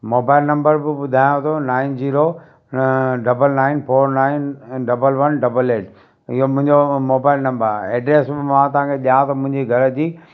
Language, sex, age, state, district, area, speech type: Sindhi, male, 45-60, Gujarat, Kutch, urban, spontaneous